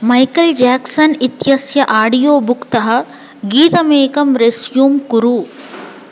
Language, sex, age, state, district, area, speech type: Sanskrit, female, 30-45, Telangana, Hyderabad, urban, read